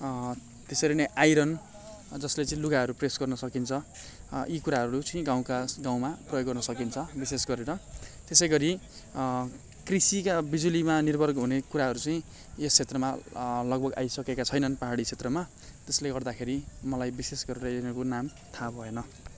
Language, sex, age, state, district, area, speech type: Nepali, male, 18-30, West Bengal, Darjeeling, rural, spontaneous